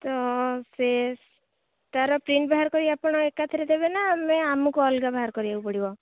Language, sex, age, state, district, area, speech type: Odia, female, 18-30, Odisha, Jagatsinghpur, rural, conversation